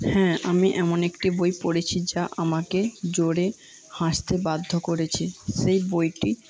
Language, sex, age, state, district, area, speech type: Bengali, male, 18-30, West Bengal, Jhargram, rural, spontaneous